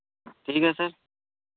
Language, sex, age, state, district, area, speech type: Hindi, male, 30-45, Uttar Pradesh, Varanasi, urban, conversation